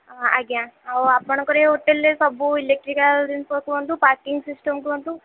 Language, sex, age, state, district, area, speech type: Odia, female, 18-30, Odisha, Jagatsinghpur, rural, conversation